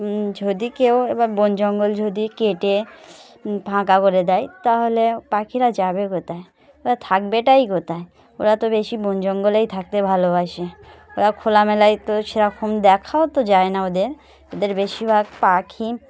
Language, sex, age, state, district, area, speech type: Bengali, female, 30-45, West Bengal, Dakshin Dinajpur, urban, spontaneous